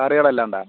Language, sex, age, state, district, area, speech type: Malayalam, male, 60+, Kerala, Palakkad, rural, conversation